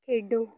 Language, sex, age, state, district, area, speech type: Punjabi, female, 18-30, Punjab, Gurdaspur, urban, read